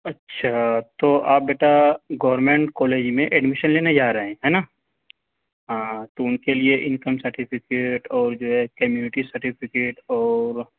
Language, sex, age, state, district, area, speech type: Urdu, male, 18-30, Delhi, North West Delhi, urban, conversation